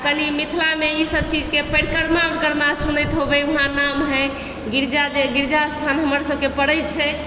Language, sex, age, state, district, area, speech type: Maithili, female, 60+, Bihar, Supaul, urban, spontaneous